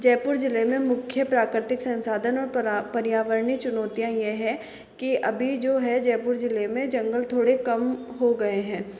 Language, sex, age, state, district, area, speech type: Hindi, female, 60+, Rajasthan, Jaipur, urban, spontaneous